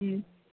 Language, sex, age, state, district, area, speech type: Tamil, female, 45-60, Tamil Nadu, Chennai, urban, conversation